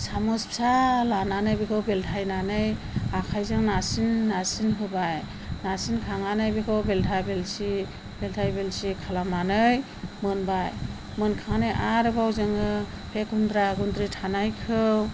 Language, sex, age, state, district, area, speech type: Bodo, female, 45-60, Assam, Chirang, rural, spontaneous